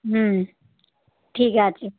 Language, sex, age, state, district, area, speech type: Bengali, female, 45-60, West Bengal, South 24 Parganas, rural, conversation